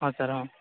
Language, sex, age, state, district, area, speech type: Odia, male, 18-30, Odisha, Balangir, urban, conversation